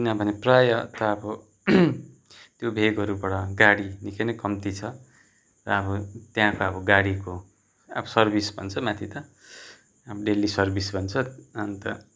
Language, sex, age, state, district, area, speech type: Nepali, male, 30-45, West Bengal, Kalimpong, rural, spontaneous